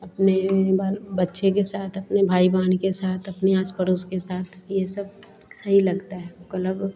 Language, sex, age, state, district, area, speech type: Hindi, female, 45-60, Bihar, Vaishali, urban, spontaneous